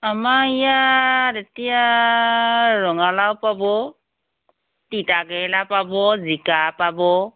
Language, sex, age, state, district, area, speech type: Assamese, female, 45-60, Assam, Tinsukia, urban, conversation